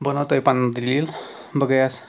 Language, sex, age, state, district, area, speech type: Kashmiri, male, 45-60, Jammu and Kashmir, Budgam, rural, spontaneous